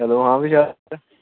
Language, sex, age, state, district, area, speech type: Punjabi, male, 18-30, Punjab, Hoshiarpur, urban, conversation